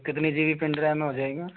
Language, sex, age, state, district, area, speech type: Hindi, male, 30-45, Rajasthan, Bharatpur, rural, conversation